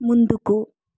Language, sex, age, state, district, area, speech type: Telugu, female, 30-45, Andhra Pradesh, East Godavari, rural, read